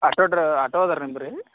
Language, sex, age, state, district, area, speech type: Kannada, male, 18-30, Karnataka, Gulbarga, urban, conversation